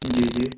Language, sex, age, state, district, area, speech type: Urdu, male, 18-30, Delhi, Central Delhi, urban, conversation